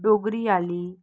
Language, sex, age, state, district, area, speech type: Marathi, female, 18-30, Maharashtra, Nashik, urban, spontaneous